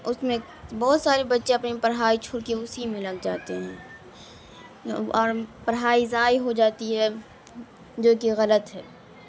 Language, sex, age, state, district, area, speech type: Urdu, female, 18-30, Bihar, Madhubani, rural, spontaneous